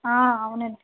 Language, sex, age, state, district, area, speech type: Telugu, female, 45-60, Andhra Pradesh, East Godavari, rural, conversation